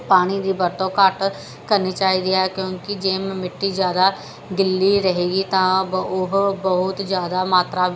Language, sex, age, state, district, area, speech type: Punjabi, female, 30-45, Punjab, Pathankot, rural, spontaneous